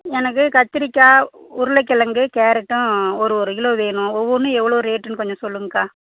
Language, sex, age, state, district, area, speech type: Tamil, female, 30-45, Tamil Nadu, Namakkal, rural, conversation